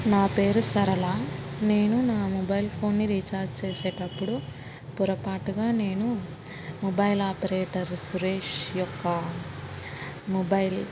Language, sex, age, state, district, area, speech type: Telugu, female, 30-45, Andhra Pradesh, Kurnool, urban, spontaneous